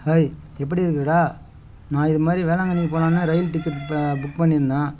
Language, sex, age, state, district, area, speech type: Tamil, male, 45-60, Tamil Nadu, Kallakurichi, rural, spontaneous